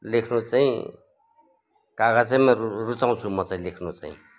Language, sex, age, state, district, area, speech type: Nepali, male, 60+, West Bengal, Kalimpong, rural, spontaneous